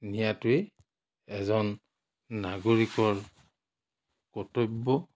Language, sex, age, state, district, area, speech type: Assamese, male, 60+, Assam, Biswanath, rural, spontaneous